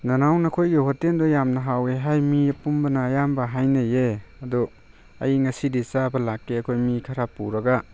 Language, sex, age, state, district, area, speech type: Manipuri, male, 18-30, Manipur, Tengnoupal, rural, spontaneous